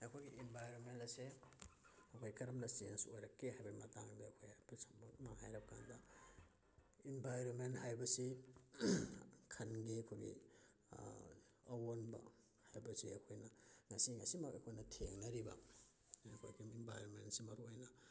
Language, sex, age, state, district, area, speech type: Manipuri, male, 30-45, Manipur, Thoubal, rural, spontaneous